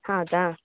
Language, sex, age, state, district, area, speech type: Kannada, female, 18-30, Karnataka, Chikkamagaluru, rural, conversation